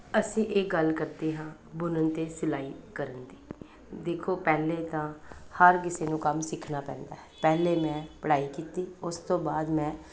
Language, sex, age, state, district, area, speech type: Punjabi, female, 45-60, Punjab, Pathankot, rural, spontaneous